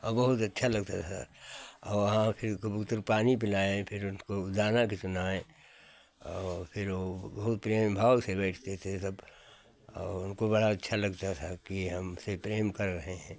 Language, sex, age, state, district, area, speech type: Hindi, male, 60+, Uttar Pradesh, Hardoi, rural, spontaneous